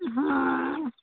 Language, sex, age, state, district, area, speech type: Maithili, female, 18-30, Bihar, Purnia, rural, conversation